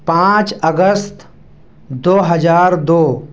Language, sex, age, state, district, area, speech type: Urdu, male, 18-30, Uttar Pradesh, Siddharthnagar, rural, spontaneous